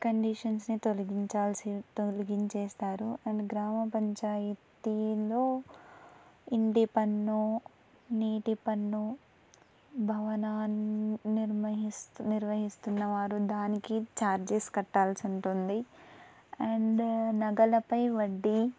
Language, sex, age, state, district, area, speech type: Telugu, female, 18-30, Andhra Pradesh, Anantapur, urban, spontaneous